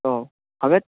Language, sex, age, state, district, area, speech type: Bengali, male, 18-30, West Bengal, Nadia, rural, conversation